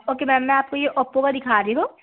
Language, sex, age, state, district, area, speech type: Hindi, female, 30-45, Madhya Pradesh, Balaghat, rural, conversation